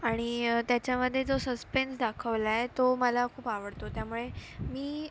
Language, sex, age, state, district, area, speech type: Marathi, female, 18-30, Maharashtra, Sindhudurg, rural, spontaneous